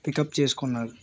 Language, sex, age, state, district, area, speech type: Telugu, male, 18-30, Andhra Pradesh, Bapatla, rural, spontaneous